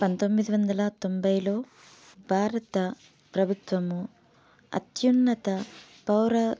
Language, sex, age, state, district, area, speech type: Telugu, female, 30-45, Telangana, Hanamkonda, urban, spontaneous